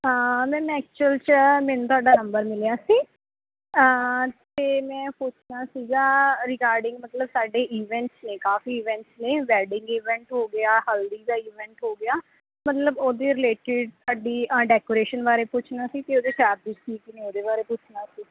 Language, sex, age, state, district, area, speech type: Punjabi, female, 18-30, Punjab, Fatehgarh Sahib, rural, conversation